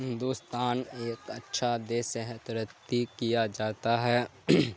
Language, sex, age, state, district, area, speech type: Urdu, male, 18-30, Bihar, Supaul, rural, spontaneous